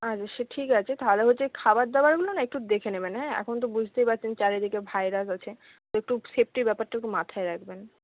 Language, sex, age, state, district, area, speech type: Bengali, female, 60+, West Bengal, Jhargram, rural, conversation